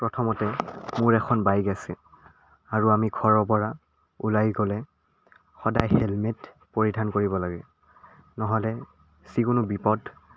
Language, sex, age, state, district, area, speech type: Assamese, male, 18-30, Assam, Udalguri, rural, spontaneous